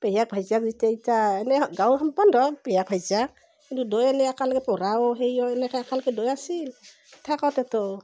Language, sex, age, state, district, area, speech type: Assamese, female, 45-60, Assam, Barpeta, rural, spontaneous